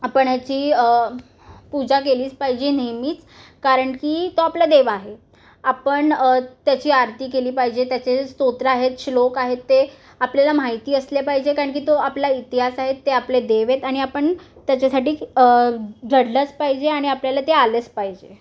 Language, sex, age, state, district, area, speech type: Marathi, female, 18-30, Maharashtra, Mumbai Suburban, urban, spontaneous